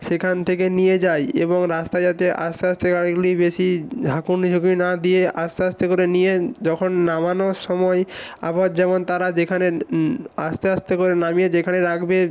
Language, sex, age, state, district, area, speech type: Bengali, male, 18-30, West Bengal, North 24 Parganas, rural, spontaneous